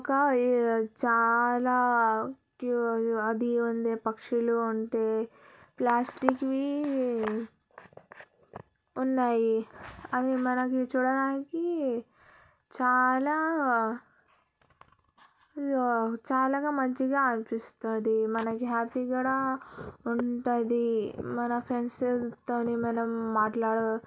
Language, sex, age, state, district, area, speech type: Telugu, female, 18-30, Telangana, Vikarabad, urban, spontaneous